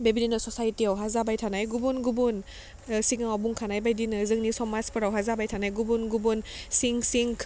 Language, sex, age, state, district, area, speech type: Bodo, female, 30-45, Assam, Udalguri, urban, spontaneous